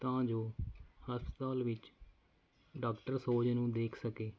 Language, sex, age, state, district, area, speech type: Punjabi, male, 30-45, Punjab, Faridkot, rural, spontaneous